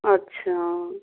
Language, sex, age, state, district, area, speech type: Hindi, female, 30-45, Rajasthan, Karauli, rural, conversation